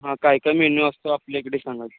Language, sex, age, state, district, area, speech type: Marathi, male, 18-30, Maharashtra, Sangli, urban, conversation